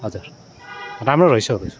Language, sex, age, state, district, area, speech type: Nepali, male, 45-60, West Bengal, Darjeeling, rural, spontaneous